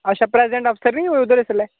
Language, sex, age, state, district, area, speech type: Dogri, male, 30-45, Jammu and Kashmir, Udhampur, rural, conversation